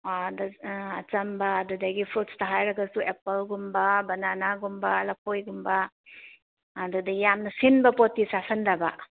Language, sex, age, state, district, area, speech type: Manipuri, female, 45-60, Manipur, Tengnoupal, rural, conversation